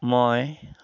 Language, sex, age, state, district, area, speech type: Assamese, male, 45-60, Assam, Dhemaji, rural, spontaneous